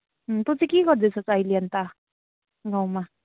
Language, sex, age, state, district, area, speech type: Nepali, female, 18-30, West Bengal, Kalimpong, rural, conversation